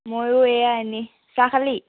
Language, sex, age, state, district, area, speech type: Assamese, female, 18-30, Assam, Sivasagar, rural, conversation